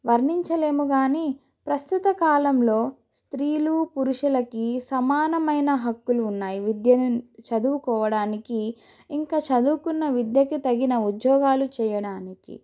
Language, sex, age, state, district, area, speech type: Telugu, female, 30-45, Andhra Pradesh, Chittoor, urban, spontaneous